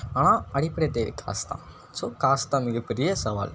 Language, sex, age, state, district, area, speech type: Tamil, male, 18-30, Tamil Nadu, Tiruchirappalli, rural, spontaneous